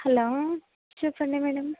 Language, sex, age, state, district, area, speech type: Telugu, female, 30-45, Andhra Pradesh, Kurnool, rural, conversation